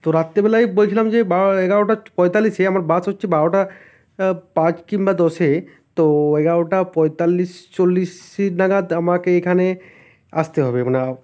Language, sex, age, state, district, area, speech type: Bengali, male, 18-30, West Bengal, Uttar Dinajpur, rural, spontaneous